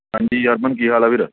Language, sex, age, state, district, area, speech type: Punjabi, male, 30-45, Punjab, Patiala, rural, conversation